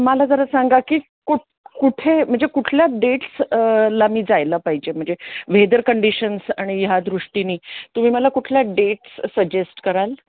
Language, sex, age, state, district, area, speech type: Marathi, female, 45-60, Maharashtra, Pune, urban, conversation